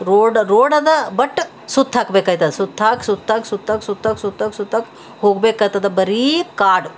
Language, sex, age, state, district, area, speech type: Kannada, female, 60+, Karnataka, Bidar, urban, spontaneous